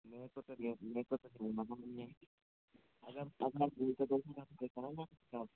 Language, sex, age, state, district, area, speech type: Hindi, male, 60+, Rajasthan, Jaipur, urban, conversation